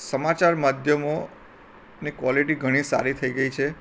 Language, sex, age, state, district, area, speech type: Gujarati, male, 45-60, Gujarat, Anand, urban, spontaneous